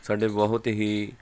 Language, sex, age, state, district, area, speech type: Punjabi, male, 45-60, Punjab, Fatehgarh Sahib, rural, spontaneous